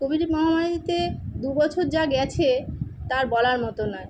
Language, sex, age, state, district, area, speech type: Bengali, female, 45-60, West Bengal, Kolkata, urban, spontaneous